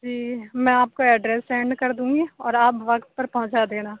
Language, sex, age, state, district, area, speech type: Urdu, female, 18-30, Uttar Pradesh, Aligarh, urban, conversation